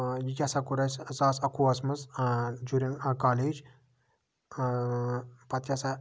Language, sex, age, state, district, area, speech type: Kashmiri, male, 30-45, Jammu and Kashmir, Budgam, rural, spontaneous